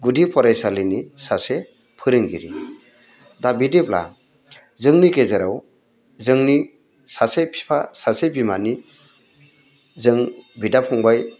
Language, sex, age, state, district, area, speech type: Bodo, male, 60+, Assam, Udalguri, urban, spontaneous